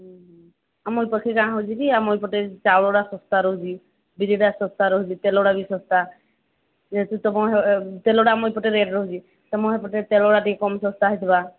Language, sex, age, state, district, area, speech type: Odia, female, 45-60, Odisha, Sambalpur, rural, conversation